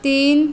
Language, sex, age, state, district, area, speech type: Hindi, female, 30-45, Uttar Pradesh, Azamgarh, rural, read